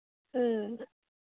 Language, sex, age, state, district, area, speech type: Manipuri, female, 30-45, Manipur, Imphal East, rural, conversation